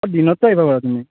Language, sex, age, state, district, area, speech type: Assamese, male, 18-30, Assam, Nalbari, rural, conversation